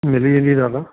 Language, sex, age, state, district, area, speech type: Sindhi, male, 60+, Delhi, South Delhi, rural, conversation